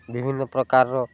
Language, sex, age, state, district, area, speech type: Odia, male, 45-60, Odisha, Rayagada, rural, spontaneous